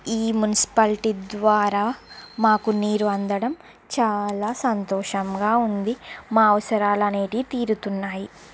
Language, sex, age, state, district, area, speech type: Telugu, female, 45-60, Andhra Pradesh, Srikakulam, urban, spontaneous